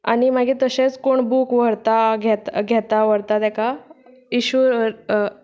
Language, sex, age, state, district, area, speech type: Goan Konkani, female, 18-30, Goa, Canacona, rural, spontaneous